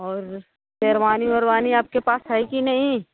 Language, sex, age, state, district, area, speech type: Hindi, female, 30-45, Uttar Pradesh, Mau, rural, conversation